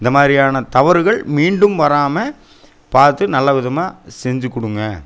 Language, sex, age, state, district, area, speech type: Tamil, male, 30-45, Tamil Nadu, Coimbatore, urban, spontaneous